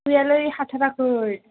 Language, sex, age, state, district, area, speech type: Bodo, female, 18-30, Assam, Chirang, rural, conversation